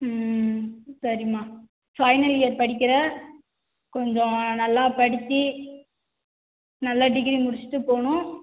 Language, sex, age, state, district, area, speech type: Tamil, female, 18-30, Tamil Nadu, Cuddalore, rural, conversation